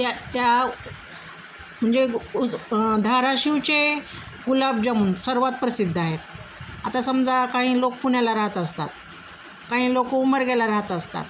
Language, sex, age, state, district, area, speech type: Marathi, female, 45-60, Maharashtra, Osmanabad, rural, spontaneous